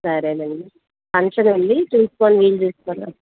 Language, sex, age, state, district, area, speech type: Telugu, female, 60+, Andhra Pradesh, Guntur, urban, conversation